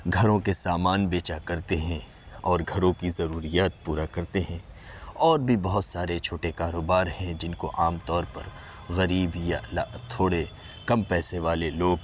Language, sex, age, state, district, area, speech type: Urdu, male, 30-45, Uttar Pradesh, Lucknow, urban, spontaneous